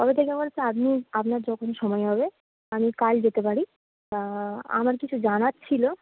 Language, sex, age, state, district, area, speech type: Bengali, female, 18-30, West Bengal, Darjeeling, urban, conversation